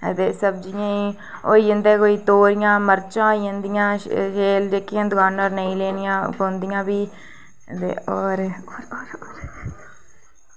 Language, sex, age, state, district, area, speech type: Dogri, female, 18-30, Jammu and Kashmir, Reasi, rural, spontaneous